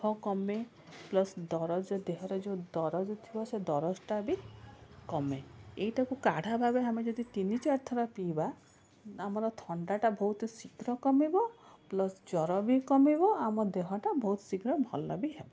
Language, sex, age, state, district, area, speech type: Odia, female, 45-60, Odisha, Cuttack, urban, spontaneous